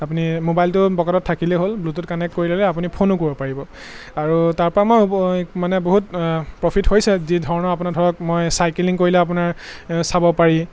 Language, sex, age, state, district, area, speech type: Assamese, male, 18-30, Assam, Golaghat, urban, spontaneous